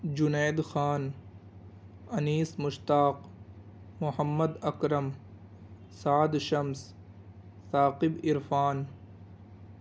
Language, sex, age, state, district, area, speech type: Urdu, male, 18-30, Delhi, East Delhi, urban, spontaneous